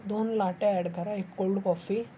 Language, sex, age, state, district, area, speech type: Marathi, male, 18-30, Maharashtra, Sangli, urban, spontaneous